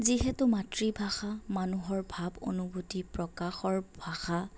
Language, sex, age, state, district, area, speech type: Assamese, female, 30-45, Assam, Sonitpur, rural, spontaneous